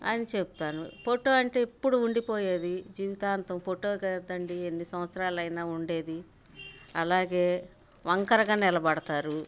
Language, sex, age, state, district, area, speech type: Telugu, female, 45-60, Andhra Pradesh, Bapatla, urban, spontaneous